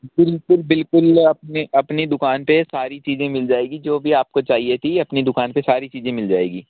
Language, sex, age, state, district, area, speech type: Hindi, male, 45-60, Rajasthan, Jaipur, urban, conversation